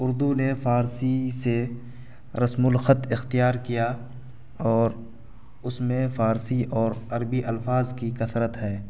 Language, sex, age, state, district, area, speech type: Urdu, male, 18-30, Bihar, Araria, rural, spontaneous